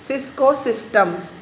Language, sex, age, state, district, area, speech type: Sindhi, female, 45-60, Maharashtra, Mumbai Suburban, urban, read